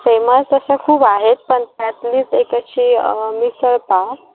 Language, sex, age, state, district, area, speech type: Marathi, female, 18-30, Maharashtra, Sindhudurg, rural, conversation